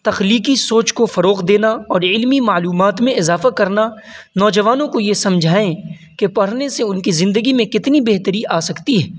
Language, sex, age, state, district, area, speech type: Urdu, male, 18-30, Uttar Pradesh, Saharanpur, urban, spontaneous